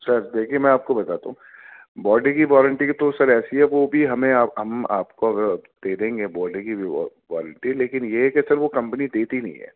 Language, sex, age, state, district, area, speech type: Urdu, male, 30-45, Delhi, Central Delhi, urban, conversation